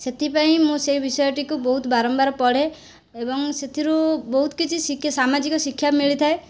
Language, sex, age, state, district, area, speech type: Odia, female, 18-30, Odisha, Jajpur, rural, spontaneous